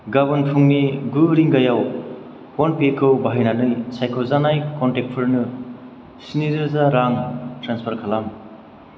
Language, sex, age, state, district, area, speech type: Bodo, male, 18-30, Assam, Chirang, urban, read